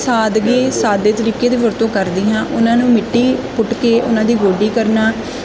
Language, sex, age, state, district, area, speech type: Punjabi, female, 18-30, Punjab, Gurdaspur, rural, spontaneous